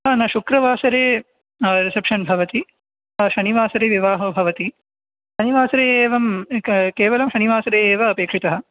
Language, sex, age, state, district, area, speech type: Sanskrit, male, 18-30, Tamil Nadu, Chennai, urban, conversation